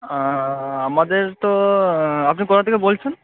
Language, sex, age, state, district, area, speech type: Bengali, male, 18-30, West Bengal, Murshidabad, urban, conversation